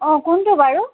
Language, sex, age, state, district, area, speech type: Assamese, female, 45-60, Assam, Sonitpur, rural, conversation